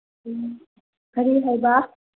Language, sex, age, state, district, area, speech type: Manipuri, female, 18-30, Manipur, Senapati, urban, conversation